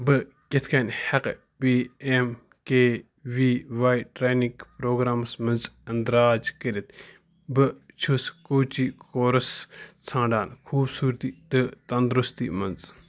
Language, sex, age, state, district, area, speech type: Kashmiri, male, 18-30, Jammu and Kashmir, Ganderbal, rural, read